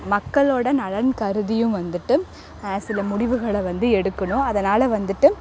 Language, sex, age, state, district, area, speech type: Tamil, female, 18-30, Tamil Nadu, Perambalur, rural, spontaneous